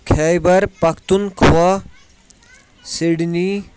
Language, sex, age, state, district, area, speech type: Kashmiri, male, 30-45, Jammu and Kashmir, Kulgam, rural, spontaneous